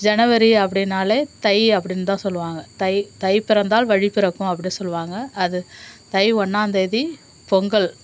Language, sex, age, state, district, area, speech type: Tamil, female, 30-45, Tamil Nadu, Nagapattinam, urban, spontaneous